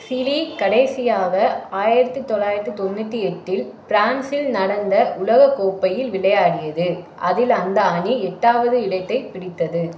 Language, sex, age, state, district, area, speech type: Tamil, female, 30-45, Tamil Nadu, Madurai, urban, read